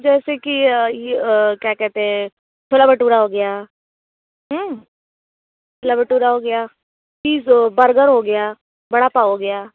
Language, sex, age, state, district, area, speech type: Hindi, female, 30-45, Uttar Pradesh, Bhadohi, rural, conversation